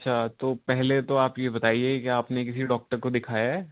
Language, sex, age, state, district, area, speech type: Urdu, male, 18-30, Uttar Pradesh, Rampur, urban, conversation